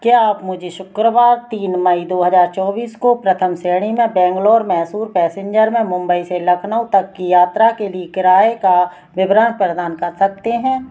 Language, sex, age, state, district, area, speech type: Hindi, female, 45-60, Madhya Pradesh, Narsinghpur, rural, read